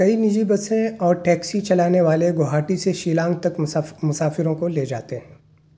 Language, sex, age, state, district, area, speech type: Urdu, male, 30-45, Delhi, South Delhi, urban, read